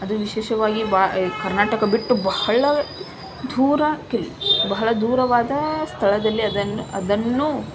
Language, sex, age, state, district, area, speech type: Kannada, female, 18-30, Karnataka, Gadag, rural, spontaneous